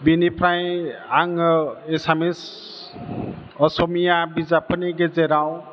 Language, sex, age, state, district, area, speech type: Bodo, male, 60+, Assam, Chirang, urban, spontaneous